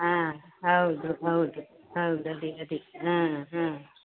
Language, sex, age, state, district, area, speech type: Kannada, female, 45-60, Karnataka, Dakshina Kannada, rural, conversation